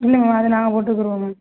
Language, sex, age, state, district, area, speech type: Tamil, female, 18-30, Tamil Nadu, Sivaganga, rural, conversation